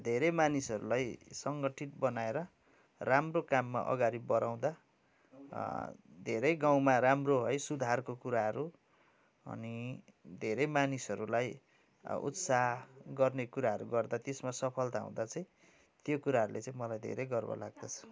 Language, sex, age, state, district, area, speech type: Nepali, male, 30-45, West Bengal, Kalimpong, rural, spontaneous